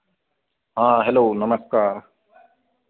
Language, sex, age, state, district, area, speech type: Hindi, male, 30-45, Bihar, Madhepura, rural, conversation